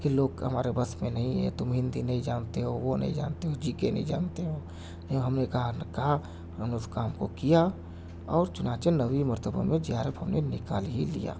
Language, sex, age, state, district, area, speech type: Urdu, male, 30-45, Uttar Pradesh, Mau, urban, spontaneous